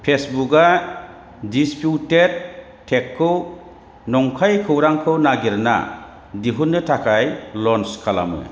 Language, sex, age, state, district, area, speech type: Bodo, male, 60+, Assam, Chirang, rural, read